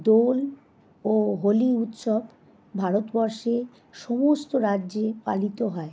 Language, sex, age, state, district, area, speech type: Bengali, female, 45-60, West Bengal, Howrah, urban, spontaneous